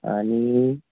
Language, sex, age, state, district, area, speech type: Marathi, female, 18-30, Maharashtra, Nashik, urban, conversation